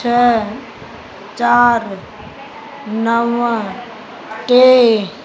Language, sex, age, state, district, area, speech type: Sindhi, female, 45-60, Uttar Pradesh, Lucknow, rural, read